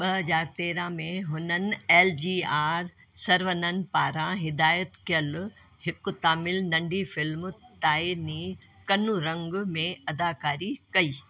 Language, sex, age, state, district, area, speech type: Sindhi, female, 60+, Delhi, South Delhi, urban, read